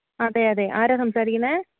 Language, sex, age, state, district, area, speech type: Malayalam, female, 30-45, Kerala, Alappuzha, rural, conversation